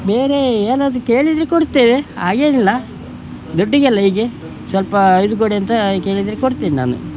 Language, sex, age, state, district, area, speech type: Kannada, male, 60+, Karnataka, Udupi, rural, spontaneous